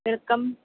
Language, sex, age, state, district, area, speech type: Malayalam, female, 30-45, Kerala, Kottayam, urban, conversation